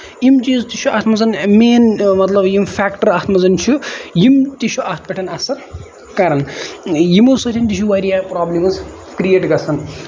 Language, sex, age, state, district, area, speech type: Kashmiri, male, 18-30, Jammu and Kashmir, Ganderbal, rural, spontaneous